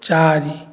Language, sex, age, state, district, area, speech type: Odia, male, 60+, Odisha, Jajpur, rural, read